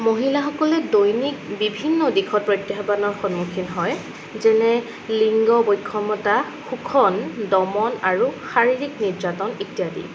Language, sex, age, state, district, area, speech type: Assamese, female, 18-30, Assam, Sonitpur, rural, spontaneous